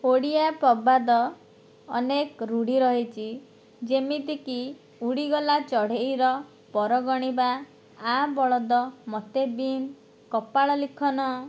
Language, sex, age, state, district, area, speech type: Odia, female, 60+, Odisha, Kandhamal, rural, spontaneous